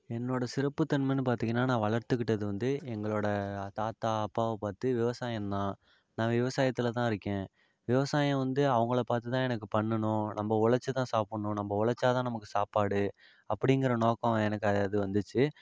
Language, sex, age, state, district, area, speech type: Tamil, male, 45-60, Tamil Nadu, Ariyalur, rural, spontaneous